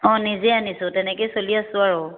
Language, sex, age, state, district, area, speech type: Assamese, female, 30-45, Assam, Lakhimpur, rural, conversation